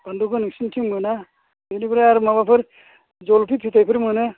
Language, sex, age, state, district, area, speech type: Bodo, male, 60+, Assam, Kokrajhar, rural, conversation